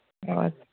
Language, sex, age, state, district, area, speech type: Manipuri, female, 60+, Manipur, Kangpokpi, urban, conversation